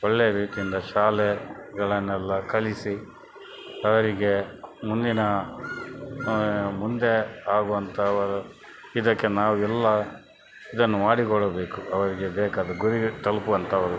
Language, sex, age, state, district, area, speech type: Kannada, male, 60+, Karnataka, Dakshina Kannada, rural, spontaneous